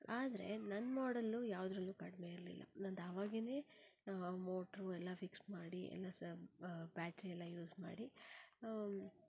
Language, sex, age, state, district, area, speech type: Kannada, female, 30-45, Karnataka, Shimoga, rural, spontaneous